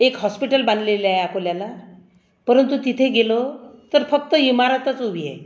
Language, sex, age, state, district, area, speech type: Marathi, female, 60+, Maharashtra, Akola, rural, spontaneous